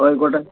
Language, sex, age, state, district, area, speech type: Malayalam, male, 60+, Kerala, Palakkad, rural, conversation